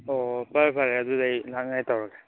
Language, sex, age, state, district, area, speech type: Manipuri, male, 18-30, Manipur, Churachandpur, rural, conversation